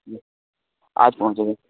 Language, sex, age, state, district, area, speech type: Urdu, male, 30-45, Bihar, Khagaria, rural, conversation